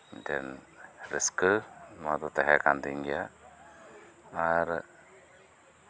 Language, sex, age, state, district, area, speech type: Santali, male, 45-60, West Bengal, Birbhum, rural, spontaneous